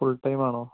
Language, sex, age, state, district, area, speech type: Malayalam, male, 18-30, Kerala, Wayanad, rural, conversation